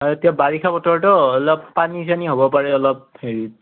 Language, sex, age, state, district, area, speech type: Assamese, male, 18-30, Assam, Morigaon, rural, conversation